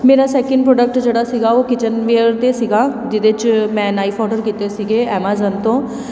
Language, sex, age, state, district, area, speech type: Punjabi, female, 30-45, Punjab, Tarn Taran, urban, spontaneous